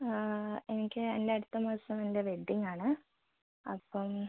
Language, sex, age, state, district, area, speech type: Malayalam, female, 45-60, Kerala, Kozhikode, urban, conversation